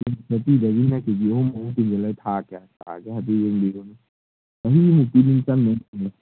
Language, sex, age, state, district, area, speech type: Manipuri, male, 18-30, Manipur, Kangpokpi, urban, conversation